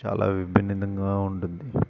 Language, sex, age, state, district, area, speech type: Telugu, male, 18-30, Andhra Pradesh, Eluru, urban, spontaneous